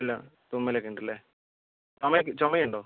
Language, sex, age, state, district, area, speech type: Malayalam, male, 60+, Kerala, Kozhikode, urban, conversation